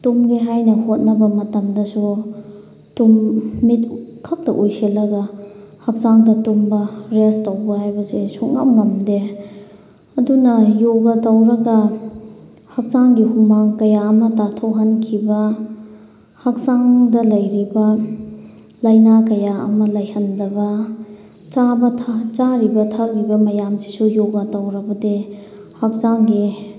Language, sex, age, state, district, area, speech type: Manipuri, female, 30-45, Manipur, Chandel, rural, spontaneous